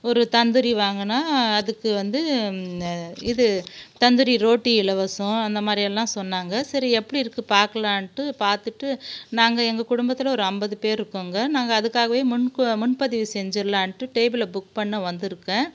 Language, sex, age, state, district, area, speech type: Tamil, female, 45-60, Tamil Nadu, Krishnagiri, rural, spontaneous